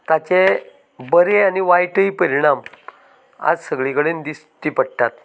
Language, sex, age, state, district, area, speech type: Goan Konkani, male, 45-60, Goa, Canacona, rural, spontaneous